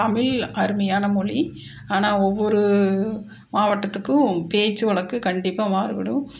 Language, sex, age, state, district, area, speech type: Tamil, female, 45-60, Tamil Nadu, Coimbatore, urban, spontaneous